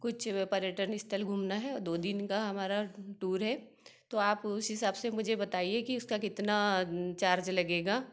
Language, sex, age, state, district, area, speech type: Hindi, female, 45-60, Madhya Pradesh, Betul, urban, spontaneous